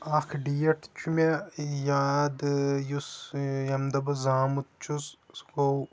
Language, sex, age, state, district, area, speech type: Kashmiri, male, 18-30, Jammu and Kashmir, Shopian, rural, spontaneous